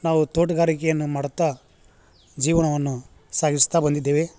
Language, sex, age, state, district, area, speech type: Kannada, male, 45-60, Karnataka, Gadag, rural, spontaneous